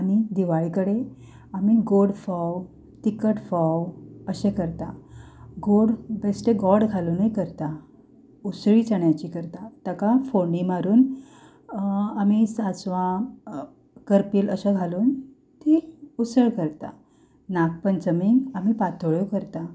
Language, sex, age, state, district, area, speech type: Goan Konkani, female, 30-45, Goa, Ponda, rural, spontaneous